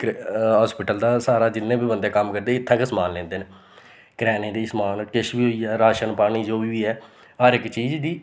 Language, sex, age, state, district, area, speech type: Dogri, male, 30-45, Jammu and Kashmir, Reasi, rural, spontaneous